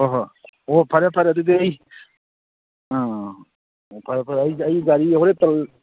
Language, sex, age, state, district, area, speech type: Manipuri, male, 60+, Manipur, Thoubal, rural, conversation